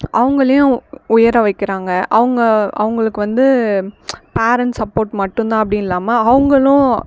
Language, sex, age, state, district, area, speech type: Tamil, female, 45-60, Tamil Nadu, Viluppuram, urban, spontaneous